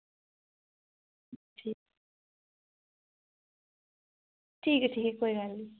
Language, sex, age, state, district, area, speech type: Dogri, female, 18-30, Jammu and Kashmir, Reasi, urban, conversation